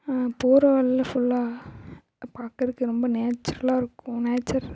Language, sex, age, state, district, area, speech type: Tamil, female, 18-30, Tamil Nadu, Karur, rural, spontaneous